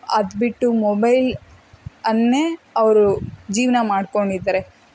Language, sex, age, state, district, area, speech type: Kannada, female, 18-30, Karnataka, Davanagere, rural, spontaneous